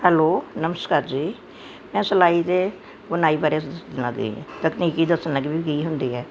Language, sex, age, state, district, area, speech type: Punjabi, female, 60+, Punjab, Gurdaspur, urban, spontaneous